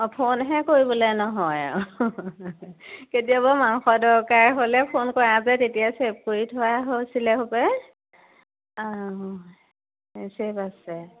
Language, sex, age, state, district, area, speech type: Assamese, female, 30-45, Assam, Majuli, urban, conversation